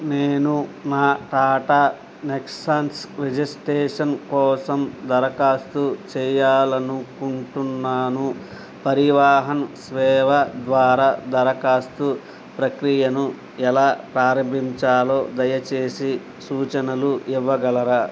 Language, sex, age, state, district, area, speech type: Telugu, male, 60+, Andhra Pradesh, Eluru, rural, read